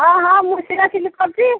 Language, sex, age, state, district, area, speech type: Odia, female, 60+, Odisha, Gajapati, rural, conversation